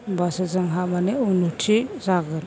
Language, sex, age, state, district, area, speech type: Bodo, female, 60+, Assam, Chirang, rural, spontaneous